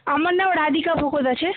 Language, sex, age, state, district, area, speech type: Bengali, female, 18-30, West Bengal, Malda, urban, conversation